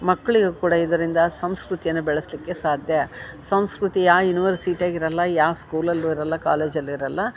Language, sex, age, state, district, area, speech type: Kannada, female, 60+, Karnataka, Gadag, rural, spontaneous